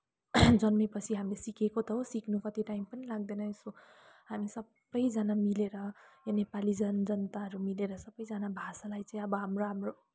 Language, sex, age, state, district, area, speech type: Nepali, female, 18-30, West Bengal, Kalimpong, rural, spontaneous